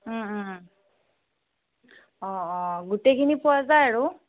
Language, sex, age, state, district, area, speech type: Assamese, female, 30-45, Assam, Nagaon, rural, conversation